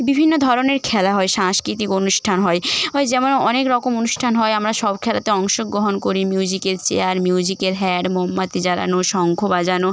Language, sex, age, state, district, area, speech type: Bengali, female, 18-30, West Bengal, Paschim Medinipur, rural, spontaneous